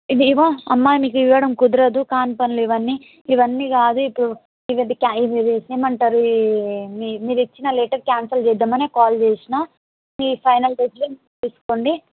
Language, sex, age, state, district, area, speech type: Telugu, other, 18-30, Telangana, Mahbubnagar, rural, conversation